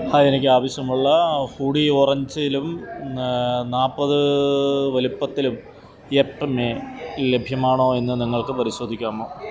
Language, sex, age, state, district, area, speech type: Malayalam, male, 45-60, Kerala, Alappuzha, urban, read